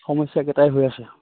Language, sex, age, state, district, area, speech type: Assamese, male, 30-45, Assam, Majuli, urban, conversation